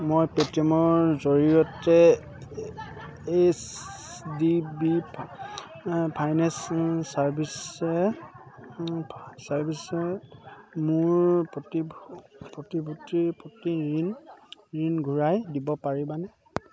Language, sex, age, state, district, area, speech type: Assamese, male, 18-30, Assam, Sivasagar, rural, read